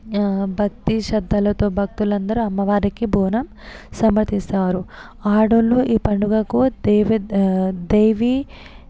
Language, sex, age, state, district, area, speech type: Telugu, female, 18-30, Telangana, Hyderabad, urban, spontaneous